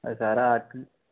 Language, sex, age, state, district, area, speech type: Malayalam, male, 18-30, Kerala, Palakkad, rural, conversation